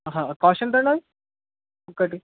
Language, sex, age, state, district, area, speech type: Telugu, male, 18-30, Telangana, Sangareddy, urban, conversation